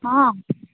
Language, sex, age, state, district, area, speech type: Odia, female, 30-45, Odisha, Sambalpur, rural, conversation